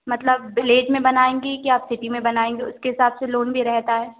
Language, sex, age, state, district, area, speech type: Hindi, female, 18-30, Madhya Pradesh, Narsinghpur, rural, conversation